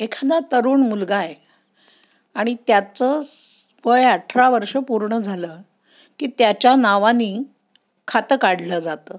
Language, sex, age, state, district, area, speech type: Marathi, female, 60+, Maharashtra, Pune, urban, spontaneous